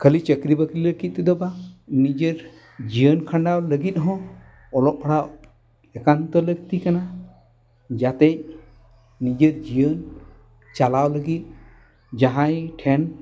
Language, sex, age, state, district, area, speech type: Santali, male, 60+, West Bengal, Dakshin Dinajpur, rural, spontaneous